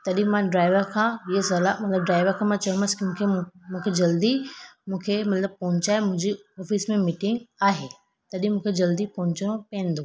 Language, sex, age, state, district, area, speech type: Sindhi, female, 18-30, Gujarat, Surat, urban, spontaneous